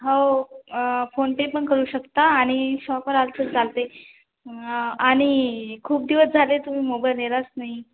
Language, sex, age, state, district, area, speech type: Marathi, female, 18-30, Maharashtra, Washim, rural, conversation